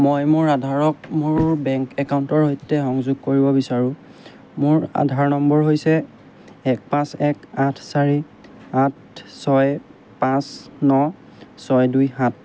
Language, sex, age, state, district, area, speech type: Assamese, male, 30-45, Assam, Golaghat, rural, read